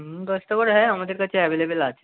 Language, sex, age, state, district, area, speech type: Bengali, male, 18-30, West Bengal, North 24 Parganas, urban, conversation